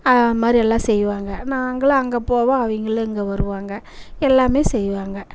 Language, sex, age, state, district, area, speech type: Tamil, female, 45-60, Tamil Nadu, Namakkal, rural, spontaneous